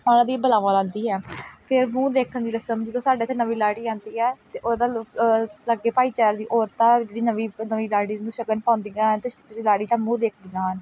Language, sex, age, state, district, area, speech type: Punjabi, female, 18-30, Punjab, Pathankot, rural, spontaneous